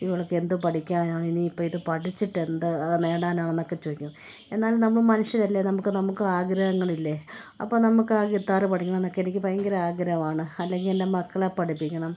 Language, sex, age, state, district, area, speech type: Malayalam, female, 45-60, Kerala, Kottayam, rural, spontaneous